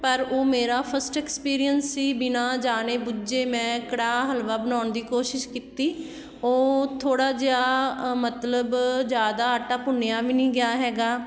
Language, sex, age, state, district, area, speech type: Punjabi, female, 30-45, Punjab, Patiala, rural, spontaneous